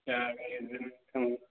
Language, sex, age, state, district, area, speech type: Kashmiri, male, 18-30, Jammu and Kashmir, Ganderbal, rural, conversation